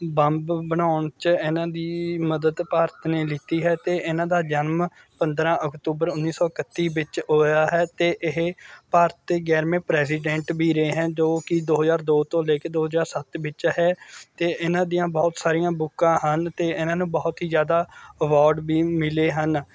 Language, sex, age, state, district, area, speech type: Punjabi, male, 18-30, Punjab, Mohali, rural, spontaneous